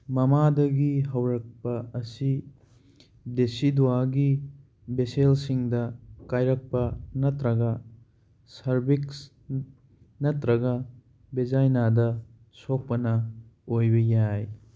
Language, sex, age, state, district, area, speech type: Manipuri, male, 18-30, Manipur, Kangpokpi, urban, read